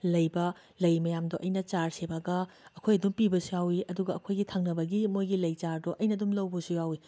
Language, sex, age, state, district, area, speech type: Manipuri, female, 45-60, Manipur, Imphal West, urban, spontaneous